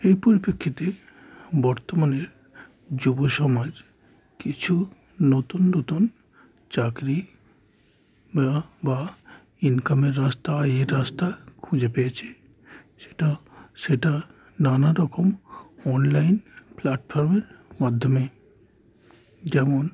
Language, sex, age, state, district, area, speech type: Bengali, male, 30-45, West Bengal, Howrah, urban, spontaneous